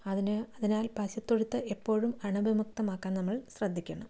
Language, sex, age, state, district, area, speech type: Malayalam, female, 45-60, Kerala, Kasaragod, urban, spontaneous